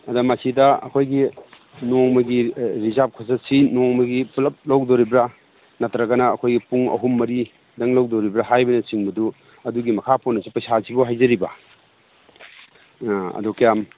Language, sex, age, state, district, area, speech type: Manipuri, male, 60+, Manipur, Imphal East, rural, conversation